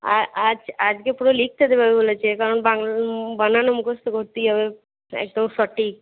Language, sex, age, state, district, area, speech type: Bengali, female, 18-30, West Bengal, Cooch Behar, rural, conversation